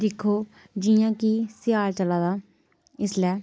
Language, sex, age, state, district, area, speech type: Dogri, female, 18-30, Jammu and Kashmir, Samba, rural, spontaneous